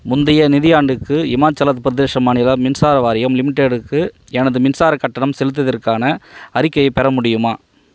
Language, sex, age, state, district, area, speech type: Tamil, male, 30-45, Tamil Nadu, Chengalpattu, rural, read